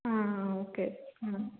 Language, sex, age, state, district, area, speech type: Kannada, female, 18-30, Karnataka, Hassan, rural, conversation